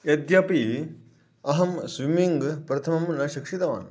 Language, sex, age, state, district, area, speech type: Sanskrit, male, 30-45, Karnataka, Dharwad, urban, spontaneous